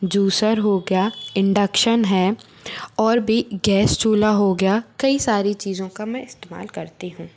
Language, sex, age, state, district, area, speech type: Hindi, female, 30-45, Madhya Pradesh, Bhopal, urban, spontaneous